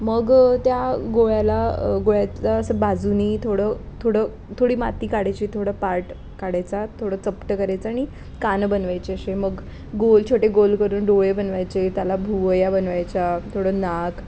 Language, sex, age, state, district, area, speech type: Marathi, female, 18-30, Maharashtra, Pune, urban, spontaneous